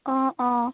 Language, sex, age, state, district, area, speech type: Assamese, female, 30-45, Assam, Charaideo, urban, conversation